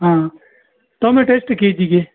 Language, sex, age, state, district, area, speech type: Kannada, male, 60+, Karnataka, Dakshina Kannada, rural, conversation